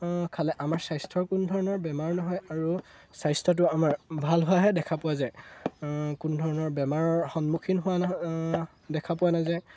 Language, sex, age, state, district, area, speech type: Assamese, male, 18-30, Assam, Golaghat, rural, spontaneous